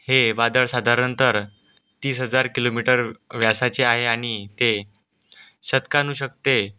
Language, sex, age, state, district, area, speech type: Marathi, male, 18-30, Maharashtra, Aurangabad, rural, spontaneous